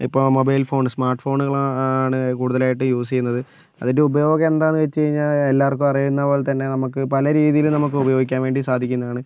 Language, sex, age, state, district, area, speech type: Malayalam, male, 18-30, Kerala, Kozhikode, urban, spontaneous